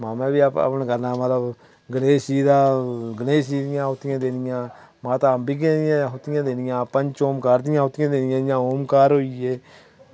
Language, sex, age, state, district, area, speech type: Dogri, male, 30-45, Jammu and Kashmir, Samba, rural, spontaneous